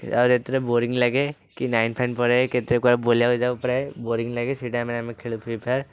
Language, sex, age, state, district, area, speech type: Odia, male, 18-30, Odisha, Cuttack, urban, spontaneous